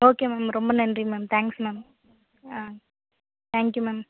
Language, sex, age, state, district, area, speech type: Tamil, female, 18-30, Tamil Nadu, Vellore, urban, conversation